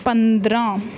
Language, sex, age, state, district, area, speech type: Punjabi, female, 18-30, Punjab, Mansa, rural, spontaneous